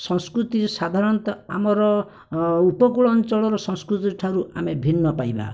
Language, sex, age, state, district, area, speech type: Odia, male, 30-45, Odisha, Bhadrak, rural, spontaneous